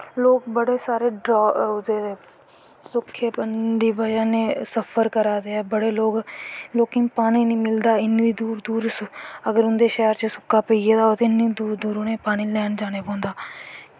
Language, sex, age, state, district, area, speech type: Dogri, female, 18-30, Jammu and Kashmir, Kathua, rural, spontaneous